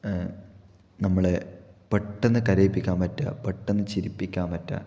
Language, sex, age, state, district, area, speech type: Malayalam, male, 18-30, Kerala, Kasaragod, rural, spontaneous